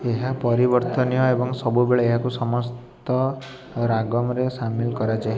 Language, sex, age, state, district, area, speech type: Odia, male, 18-30, Odisha, Puri, urban, read